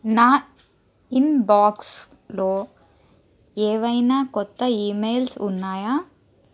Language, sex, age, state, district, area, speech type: Telugu, female, 18-30, Andhra Pradesh, Guntur, urban, read